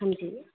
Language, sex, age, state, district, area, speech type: Dogri, female, 30-45, Jammu and Kashmir, Udhampur, urban, conversation